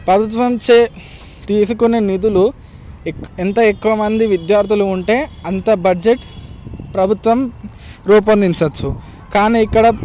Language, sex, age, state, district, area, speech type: Telugu, male, 18-30, Telangana, Hyderabad, urban, spontaneous